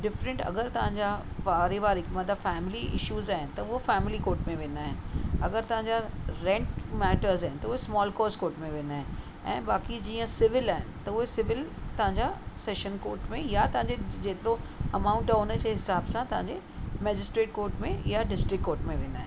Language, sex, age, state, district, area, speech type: Sindhi, female, 45-60, Maharashtra, Mumbai Suburban, urban, spontaneous